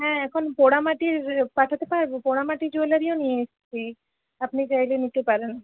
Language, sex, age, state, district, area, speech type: Bengali, female, 18-30, West Bengal, Uttar Dinajpur, rural, conversation